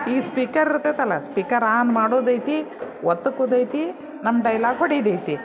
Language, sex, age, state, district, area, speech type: Kannada, female, 45-60, Karnataka, Dharwad, urban, spontaneous